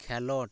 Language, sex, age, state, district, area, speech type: Santali, male, 18-30, West Bengal, Birbhum, rural, read